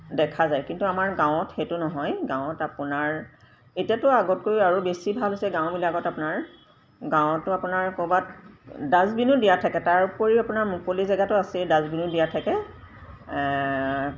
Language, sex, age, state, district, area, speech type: Assamese, female, 45-60, Assam, Golaghat, urban, spontaneous